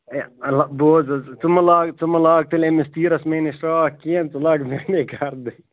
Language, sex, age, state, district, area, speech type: Kashmiri, male, 18-30, Jammu and Kashmir, Bandipora, rural, conversation